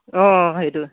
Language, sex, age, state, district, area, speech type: Assamese, male, 18-30, Assam, Dibrugarh, urban, conversation